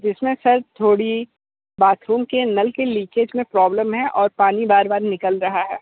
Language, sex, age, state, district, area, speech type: Hindi, male, 60+, Uttar Pradesh, Sonbhadra, rural, conversation